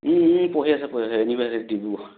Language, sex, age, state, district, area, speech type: Assamese, male, 30-45, Assam, Sivasagar, rural, conversation